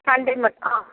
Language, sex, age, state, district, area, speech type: Tamil, female, 18-30, Tamil Nadu, Nagapattinam, rural, conversation